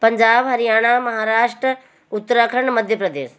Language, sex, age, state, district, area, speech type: Hindi, female, 45-60, Madhya Pradesh, Betul, urban, spontaneous